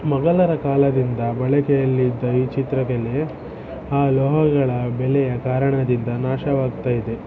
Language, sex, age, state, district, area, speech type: Kannada, male, 18-30, Karnataka, Shimoga, rural, spontaneous